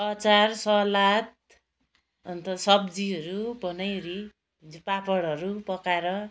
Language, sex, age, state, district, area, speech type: Nepali, female, 45-60, West Bengal, Kalimpong, rural, spontaneous